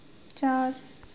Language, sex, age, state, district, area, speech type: Hindi, female, 18-30, Madhya Pradesh, Chhindwara, urban, read